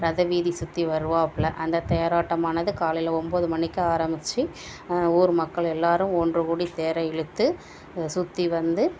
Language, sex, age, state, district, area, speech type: Tamil, female, 30-45, Tamil Nadu, Thoothukudi, rural, spontaneous